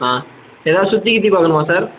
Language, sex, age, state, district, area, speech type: Tamil, male, 18-30, Tamil Nadu, Madurai, urban, conversation